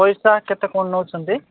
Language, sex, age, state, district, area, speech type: Odia, male, 18-30, Odisha, Nabarangpur, urban, conversation